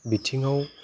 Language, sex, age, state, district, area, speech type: Bodo, male, 30-45, Assam, Udalguri, urban, spontaneous